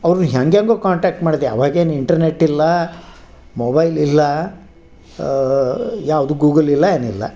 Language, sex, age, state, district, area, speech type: Kannada, male, 60+, Karnataka, Dharwad, rural, spontaneous